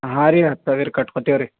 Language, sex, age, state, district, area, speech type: Kannada, male, 18-30, Karnataka, Bidar, urban, conversation